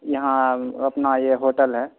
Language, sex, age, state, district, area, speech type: Urdu, male, 18-30, Bihar, Purnia, rural, conversation